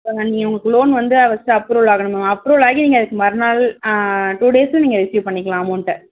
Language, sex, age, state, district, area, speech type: Tamil, female, 18-30, Tamil Nadu, Tiruvarur, rural, conversation